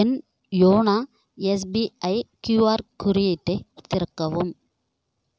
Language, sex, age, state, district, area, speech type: Tamil, female, 18-30, Tamil Nadu, Kallakurichi, rural, read